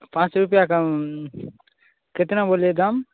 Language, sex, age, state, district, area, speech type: Hindi, male, 18-30, Bihar, Begusarai, rural, conversation